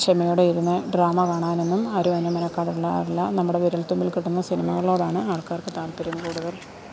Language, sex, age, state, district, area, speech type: Malayalam, female, 30-45, Kerala, Alappuzha, rural, spontaneous